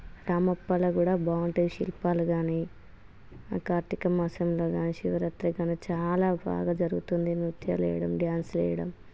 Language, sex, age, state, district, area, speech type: Telugu, female, 30-45, Telangana, Hanamkonda, rural, spontaneous